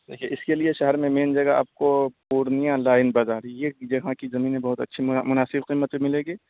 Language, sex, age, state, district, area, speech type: Urdu, male, 18-30, Bihar, Purnia, rural, conversation